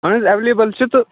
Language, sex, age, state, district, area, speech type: Kashmiri, male, 18-30, Jammu and Kashmir, Kupwara, rural, conversation